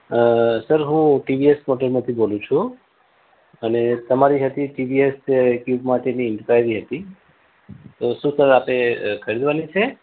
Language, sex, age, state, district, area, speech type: Gujarati, male, 30-45, Gujarat, Ahmedabad, urban, conversation